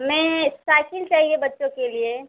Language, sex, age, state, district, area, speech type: Hindi, female, 30-45, Uttar Pradesh, Mirzapur, rural, conversation